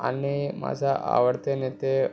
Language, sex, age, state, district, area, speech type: Marathi, male, 30-45, Maharashtra, Thane, urban, spontaneous